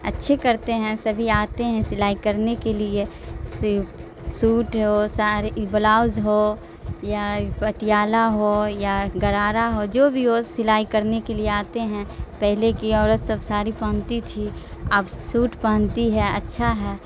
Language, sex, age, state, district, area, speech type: Urdu, female, 45-60, Bihar, Darbhanga, rural, spontaneous